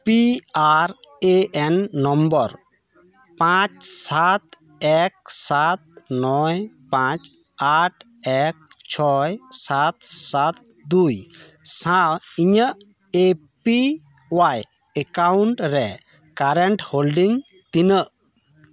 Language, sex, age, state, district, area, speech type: Santali, male, 30-45, West Bengal, Bankura, rural, read